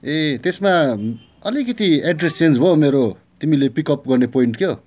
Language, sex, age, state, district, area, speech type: Nepali, male, 45-60, West Bengal, Darjeeling, rural, spontaneous